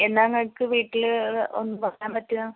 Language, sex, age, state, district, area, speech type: Malayalam, female, 30-45, Kerala, Malappuram, rural, conversation